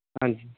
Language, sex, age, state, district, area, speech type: Punjabi, male, 18-30, Punjab, Pathankot, urban, conversation